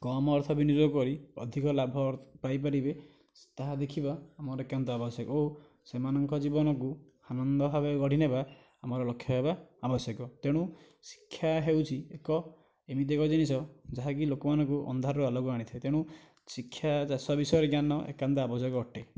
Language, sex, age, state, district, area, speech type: Odia, male, 18-30, Odisha, Nayagarh, rural, spontaneous